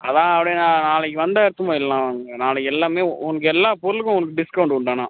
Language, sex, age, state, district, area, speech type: Tamil, male, 18-30, Tamil Nadu, Cuddalore, rural, conversation